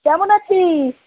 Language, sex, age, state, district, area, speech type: Bengali, female, 60+, West Bengal, Kolkata, urban, conversation